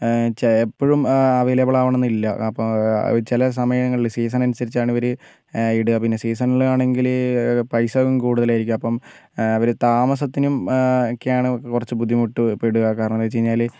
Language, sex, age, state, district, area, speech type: Malayalam, male, 18-30, Kerala, Wayanad, rural, spontaneous